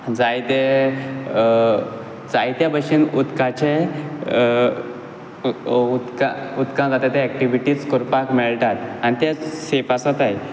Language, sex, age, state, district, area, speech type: Goan Konkani, male, 18-30, Goa, Quepem, rural, spontaneous